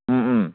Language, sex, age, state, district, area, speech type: Manipuri, male, 18-30, Manipur, Churachandpur, rural, conversation